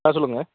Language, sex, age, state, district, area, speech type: Tamil, male, 45-60, Tamil Nadu, Madurai, rural, conversation